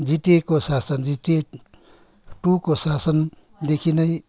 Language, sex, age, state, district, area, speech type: Nepali, male, 60+, West Bengal, Kalimpong, rural, spontaneous